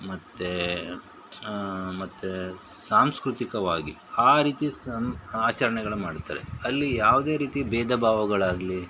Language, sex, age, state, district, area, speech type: Kannada, male, 60+, Karnataka, Shimoga, rural, spontaneous